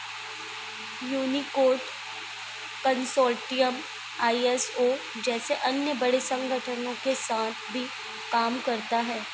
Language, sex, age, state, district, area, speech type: Hindi, female, 18-30, Madhya Pradesh, Chhindwara, urban, read